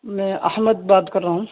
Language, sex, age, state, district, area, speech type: Urdu, male, 18-30, Bihar, Purnia, rural, conversation